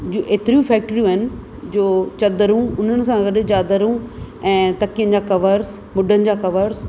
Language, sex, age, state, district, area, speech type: Sindhi, female, 60+, Rajasthan, Ajmer, urban, spontaneous